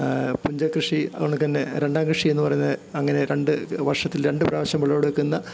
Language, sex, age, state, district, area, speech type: Malayalam, male, 60+, Kerala, Kottayam, urban, spontaneous